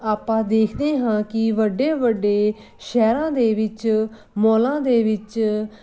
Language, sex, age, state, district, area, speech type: Punjabi, female, 30-45, Punjab, Muktsar, urban, spontaneous